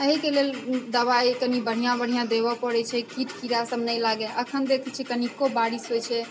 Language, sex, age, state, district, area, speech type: Maithili, female, 30-45, Bihar, Sitamarhi, rural, spontaneous